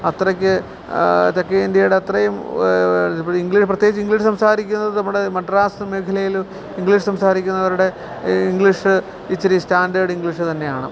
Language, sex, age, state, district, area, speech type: Malayalam, male, 45-60, Kerala, Alappuzha, rural, spontaneous